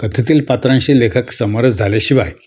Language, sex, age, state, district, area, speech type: Marathi, male, 60+, Maharashtra, Nashik, urban, spontaneous